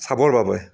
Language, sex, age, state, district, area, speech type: Assamese, male, 60+, Assam, Barpeta, rural, spontaneous